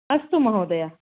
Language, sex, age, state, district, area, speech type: Sanskrit, female, 30-45, Karnataka, Hassan, urban, conversation